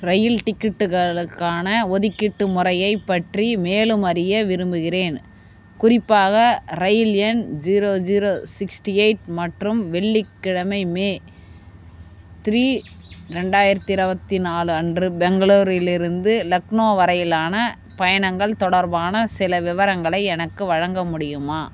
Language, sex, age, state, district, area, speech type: Tamil, female, 30-45, Tamil Nadu, Vellore, urban, read